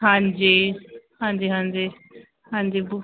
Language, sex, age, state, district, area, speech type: Punjabi, female, 30-45, Punjab, Pathankot, rural, conversation